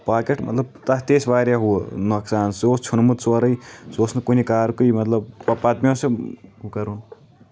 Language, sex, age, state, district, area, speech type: Kashmiri, male, 18-30, Jammu and Kashmir, Kulgam, rural, spontaneous